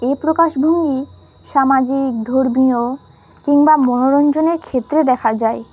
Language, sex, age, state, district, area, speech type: Bengali, female, 18-30, West Bengal, Malda, urban, spontaneous